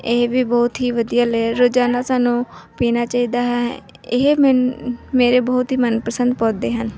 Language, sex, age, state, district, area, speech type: Punjabi, female, 18-30, Punjab, Mansa, urban, spontaneous